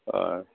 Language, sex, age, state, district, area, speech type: Assamese, male, 45-60, Assam, Dhemaji, rural, conversation